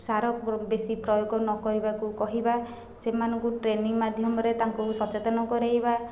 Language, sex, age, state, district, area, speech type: Odia, female, 30-45, Odisha, Khordha, rural, spontaneous